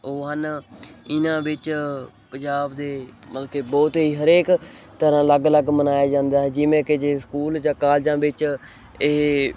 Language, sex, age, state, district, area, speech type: Punjabi, male, 18-30, Punjab, Hoshiarpur, rural, spontaneous